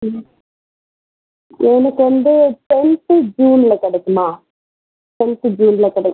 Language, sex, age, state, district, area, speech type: Tamil, female, 30-45, Tamil Nadu, Pudukkottai, urban, conversation